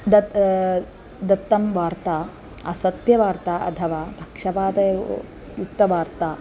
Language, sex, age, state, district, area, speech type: Sanskrit, female, 18-30, Kerala, Thrissur, urban, spontaneous